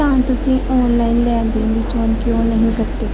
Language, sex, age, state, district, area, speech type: Punjabi, female, 18-30, Punjab, Gurdaspur, urban, read